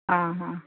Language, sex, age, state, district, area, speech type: Odia, female, 60+, Odisha, Gajapati, rural, conversation